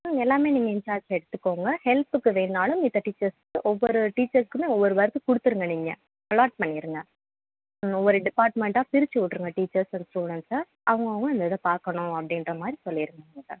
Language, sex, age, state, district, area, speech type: Tamil, female, 18-30, Tamil Nadu, Tiruvallur, urban, conversation